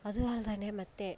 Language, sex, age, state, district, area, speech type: Kannada, female, 30-45, Karnataka, Koppal, urban, spontaneous